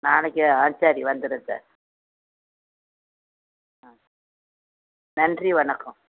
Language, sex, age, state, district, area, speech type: Tamil, female, 45-60, Tamil Nadu, Thoothukudi, urban, conversation